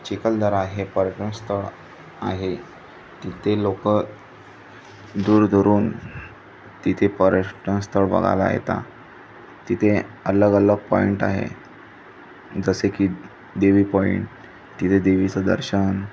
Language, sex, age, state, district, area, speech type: Marathi, male, 18-30, Maharashtra, Amravati, rural, spontaneous